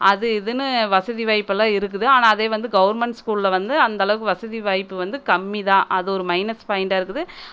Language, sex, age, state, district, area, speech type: Tamil, female, 30-45, Tamil Nadu, Erode, rural, spontaneous